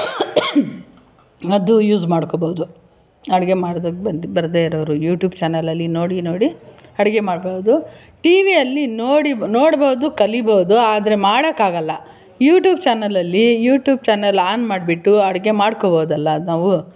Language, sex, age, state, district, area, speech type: Kannada, female, 60+, Karnataka, Bangalore Urban, urban, spontaneous